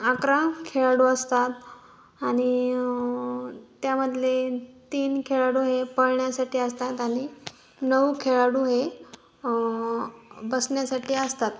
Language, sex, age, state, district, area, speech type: Marathi, female, 18-30, Maharashtra, Hingoli, urban, spontaneous